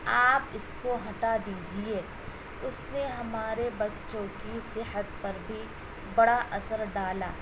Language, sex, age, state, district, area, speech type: Urdu, female, 18-30, Delhi, South Delhi, urban, spontaneous